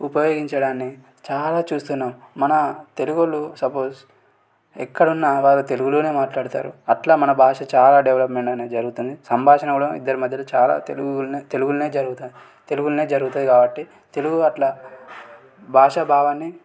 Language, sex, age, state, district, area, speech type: Telugu, male, 18-30, Telangana, Yadadri Bhuvanagiri, urban, spontaneous